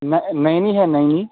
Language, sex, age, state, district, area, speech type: Urdu, male, 30-45, Bihar, Khagaria, rural, conversation